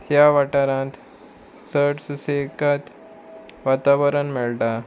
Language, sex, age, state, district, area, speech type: Goan Konkani, male, 30-45, Goa, Murmgao, rural, spontaneous